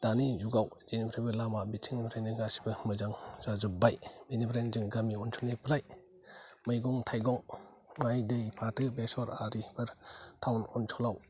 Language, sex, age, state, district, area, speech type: Bodo, male, 45-60, Assam, Kokrajhar, rural, spontaneous